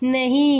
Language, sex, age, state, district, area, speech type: Hindi, female, 18-30, Uttar Pradesh, Azamgarh, urban, read